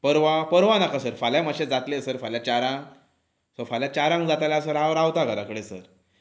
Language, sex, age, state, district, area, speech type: Goan Konkani, male, 30-45, Goa, Pernem, rural, spontaneous